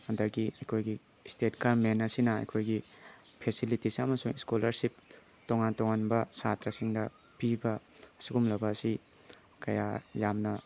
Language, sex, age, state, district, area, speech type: Manipuri, male, 18-30, Manipur, Tengnoupal, rural, spontaneous